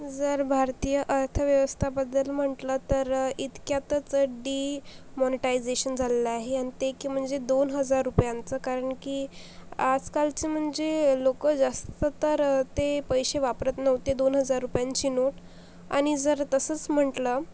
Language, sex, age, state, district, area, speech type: Marathi, female, 45-60, Maharashtra, Akola, rural, spontaneous